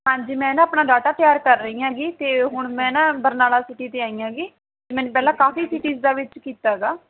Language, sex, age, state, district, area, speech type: Punjabi, female, 30-45, Punjab, Barnala, rural, conversation